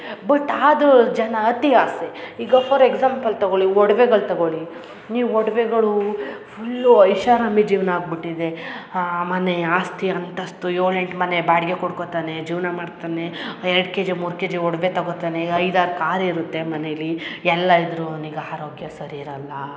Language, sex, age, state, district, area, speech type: Kannada, female, 30-45, Karnataka, Hassan, rural, spontaneous